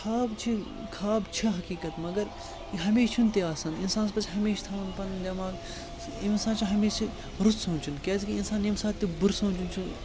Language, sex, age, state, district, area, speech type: Kashmiri, male, 18-30, Jammu and Kashmir, Srinagar, rural, spontaneous